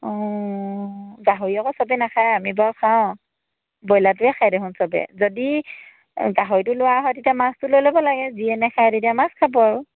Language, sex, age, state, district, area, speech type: Assamese, female, 30-45, Assam, Charaideo, rural, conversation